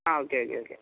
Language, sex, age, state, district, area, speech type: Malayalam, male, 18-30, Kerala, Wayanad, rural, conversation